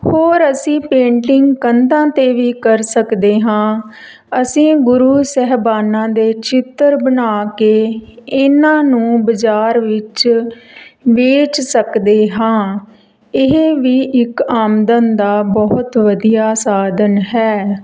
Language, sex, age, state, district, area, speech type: Punjabi, female, 30-45, Punjab, Tarn Taran, rural, spontaneous